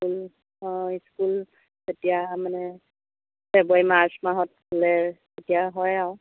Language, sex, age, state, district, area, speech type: Assamese, female, 30-45, Assam, Lakhimpur, rural, conversation